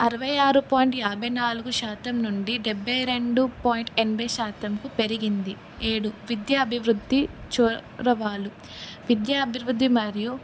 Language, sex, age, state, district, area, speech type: Telugu, female, 18-30, Telangana, Kamareddy, urban, spontaneous